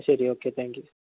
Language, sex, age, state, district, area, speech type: Malayalam, male, 18-30, Kerala, Malappuram, rural, conversation